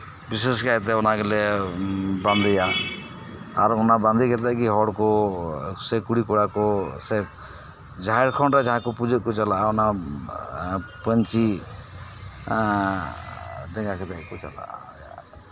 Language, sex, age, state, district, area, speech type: Santali, male, 45-60, West Bengal, Birbhum, rural, spontaneous